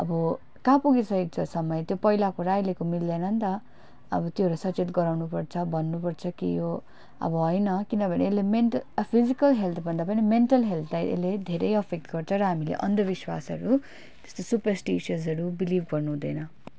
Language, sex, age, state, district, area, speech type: Nepali, female, 18-30, West Bengal, Darjeeling, rural, spontaneous